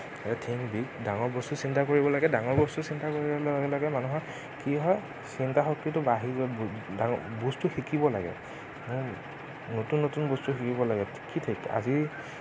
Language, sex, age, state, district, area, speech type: Assamese, male, 18-30, Assam, Nagaon, rural, spontaneous